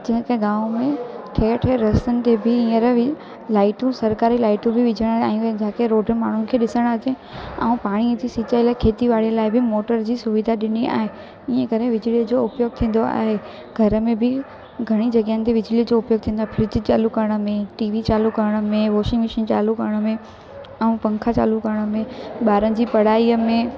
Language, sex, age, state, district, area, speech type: Sindhi, female, 18-30, Gujarat, Junagadh, rural, spontaneous